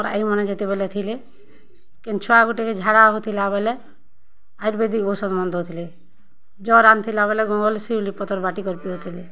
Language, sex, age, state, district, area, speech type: Odia, female, 30-45, Odisha, Kalahandi, rural, spontaneous